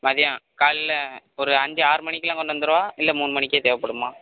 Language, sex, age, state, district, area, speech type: Tamil, male, 18-30, Tamil Nadu, Tirunelveli, rural, conversation